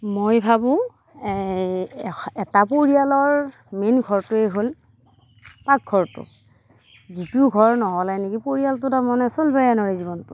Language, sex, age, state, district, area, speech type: Assamese, female, 45-60, Assam, Darrang, rural, spontaneous